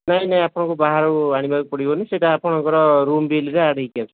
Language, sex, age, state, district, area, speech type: Odia, male, 30-45, Odisha, Sambalpur, rural, conversation